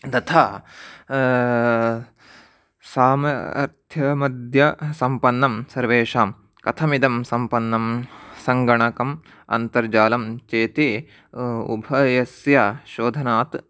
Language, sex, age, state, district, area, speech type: Sanskrit, male, 18-30, Karnataka, Uttara Kannada, rural, spontaneous